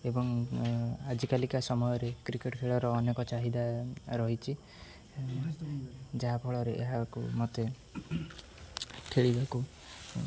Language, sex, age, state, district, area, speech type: Odia, male, 18-30, Odisha, Jagatsinghpur, rural, spontaneous